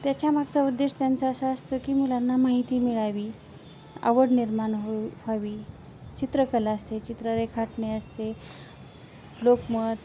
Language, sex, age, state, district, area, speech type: Marathi, female, 30-45, Maharashtra, Osmanabad, rural, spontaneous